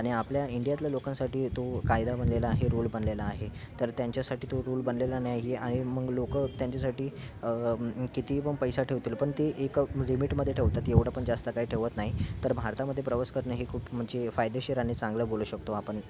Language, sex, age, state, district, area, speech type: Marathi, male, 18-30, Maharashtra, Thane, urban, spontaneous